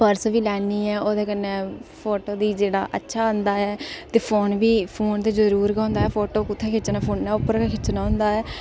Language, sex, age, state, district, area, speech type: Dogri, female, 18-30, Jammu and Kashmir, Udhampur, rural, spontaneous